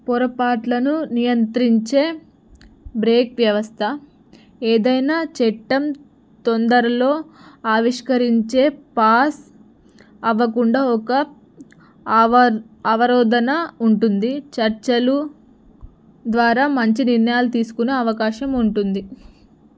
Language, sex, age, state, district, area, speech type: Telugu, female, 18-30, Telangana, Narayanpet, rural, spontaneous